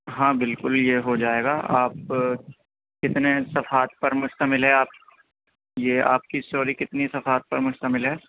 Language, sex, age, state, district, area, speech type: Urdu, male, 18-30, Delhi, Central Delhi, urban, conversation